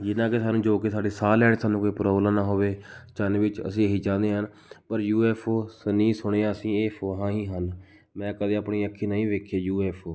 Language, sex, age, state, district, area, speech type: Punjabi, male, 18-30, Punjab, Shaheed Bhagat Singh Nagar, urban, spontaneous